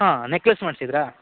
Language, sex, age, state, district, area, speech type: Kannada, male, 18-30, Karnataka, Uttara Kannada, rural, conversation